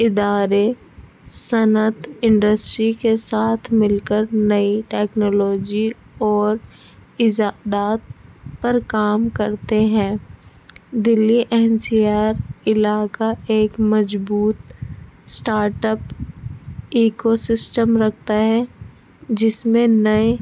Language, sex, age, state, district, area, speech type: Urdu, female, 30-45, Delhi, North East Delhi, urban, spontaneous